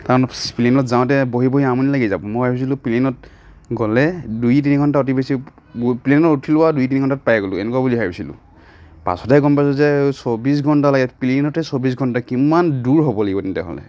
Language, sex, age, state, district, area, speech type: Assamese, male, 30-45, Assam, Nagaon, rural, spontaneous